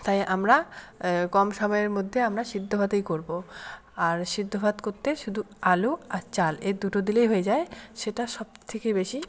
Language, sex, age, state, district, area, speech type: Bengali, female, 18-30, West Bengal, Jalpaiguri, rural, spontaneous